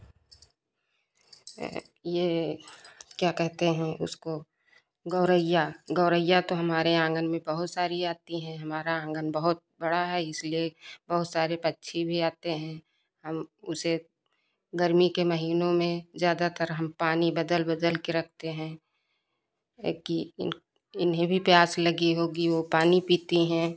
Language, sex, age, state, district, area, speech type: Hindi, female, 45-60, Uttar Pradesh, Lucknow, rural, spontaneous